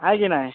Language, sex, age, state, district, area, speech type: Marathi, male, 18-30, Maharashtra, Thane, urban, conversation